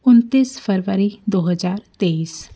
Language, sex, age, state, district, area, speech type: Hindi, female, 30-45, Madhya Pradesh, Jabalpur, urban, spontaneous